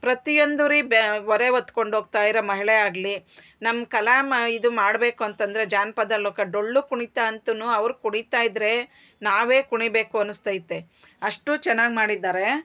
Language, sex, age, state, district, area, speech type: Kannada, female, 45-60, Karnataka, Bangalore Urban, urban, spontaneous